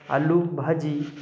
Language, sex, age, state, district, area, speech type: Marathi, male, 30-45, Maharashtra, Hingoli, urban, spontaneous